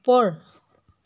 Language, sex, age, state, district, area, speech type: Assamese, female, 60+, Assam, Dhemaji, rural, read